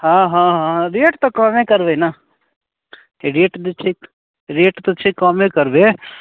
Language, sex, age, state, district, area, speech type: Maithili, male, 30-45, Bihar, Darbhanga, rural, conversation